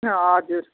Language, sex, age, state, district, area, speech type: Nepali, female, 45-60, West Bengal, Jalpaiguri, urban, conversation